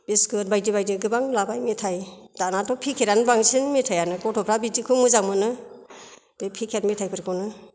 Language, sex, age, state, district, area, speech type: Bodo, female, 60+, Assam, Kokrajhar, rural, spontaneous